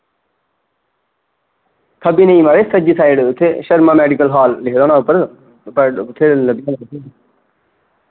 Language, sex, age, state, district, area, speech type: Dogri, male, 18-30, Jammu and Kashmir, Reasi, rural, conversation